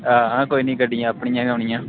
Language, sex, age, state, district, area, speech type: Dogri, male, 30-45, Jammu and Kashmir, Udhampur, rural, conversation